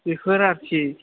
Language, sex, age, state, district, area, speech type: Bodo, male, 18-30, Assam, Chirang, urban, conversation